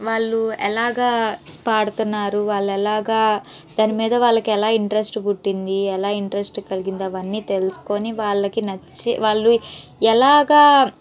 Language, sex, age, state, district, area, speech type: Telugu, female, 18-30, Andhra Pradesh, Guntur, urban, spontaneous